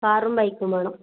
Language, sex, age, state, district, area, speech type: Malayalam, female, 30-45, Kerala, Kannur, rural, conversation